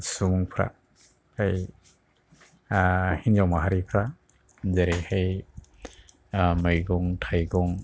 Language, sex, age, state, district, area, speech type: Bodo, male, 45-60, Assam, Kokrajhar, urban, spontaneous